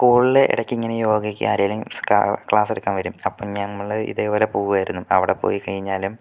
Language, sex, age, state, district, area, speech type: Malayalam, male, 18-30, Kerala, Kozhikode, urban, spontaneous